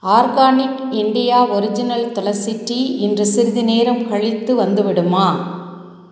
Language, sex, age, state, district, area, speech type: Tamil, female, 45-60, Tamil Nadu, Tiruppur, rural, read